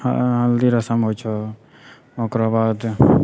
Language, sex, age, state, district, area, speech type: Maithili, male, 18-30, Bihar, Purnia, rural, spontaneous